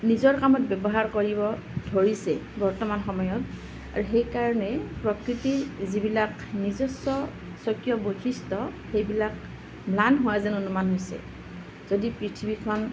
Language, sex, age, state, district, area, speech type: Assamese, female, 45-60, Assam, Nalbari, rural, spontaneous